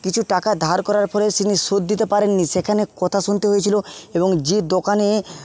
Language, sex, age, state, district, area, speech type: Bengali, male, 30-45, West Bengal, Jhargram, rural, spontaneous